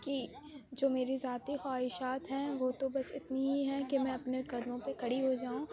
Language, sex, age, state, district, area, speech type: Urdu, female, 18-30, Uttar Pradesh, Aligarh, urban, spontaneous